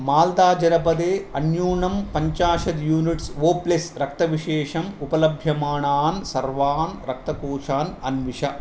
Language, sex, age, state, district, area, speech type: Sanskrit, male, 30-45, Telangana, Nizamabad, urban, read